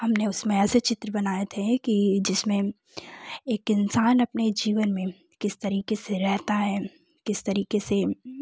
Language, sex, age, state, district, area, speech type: Hindi, female, 18-30, Uttar Pradesh, Jaunpur, urban, spontaneous